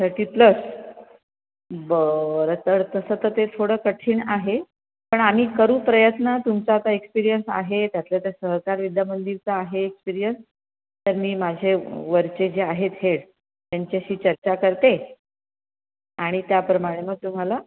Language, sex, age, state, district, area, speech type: Marathi, female, 45-60, Maharashtra, Buldhana, urban, conversation